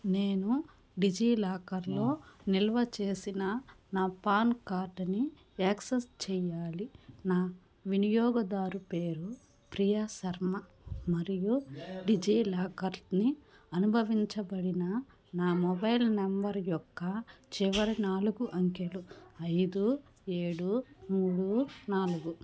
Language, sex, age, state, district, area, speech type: Telugu, female, 30-45, Andhra Pradesh, Nellore, urban, read